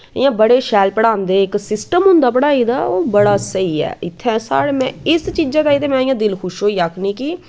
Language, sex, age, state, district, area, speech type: Dogri, female, 18-30, Jammu and Kashmir, Samba, rural, spontaneous